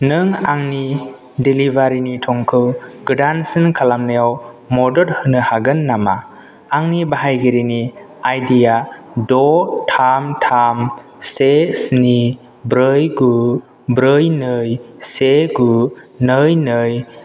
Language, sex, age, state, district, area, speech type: Bodo, male, 18-30, Assam, Kokrajhar, rural, read